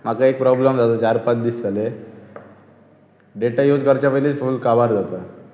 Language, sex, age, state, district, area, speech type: Goan Konkani, male, 18-30, Goa, Pernem, rural, spontaneous